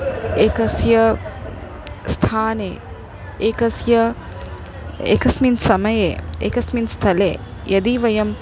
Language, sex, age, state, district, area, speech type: Sanskrit, female, 30-45, Karnataka, Dharwad, urban, spontaneous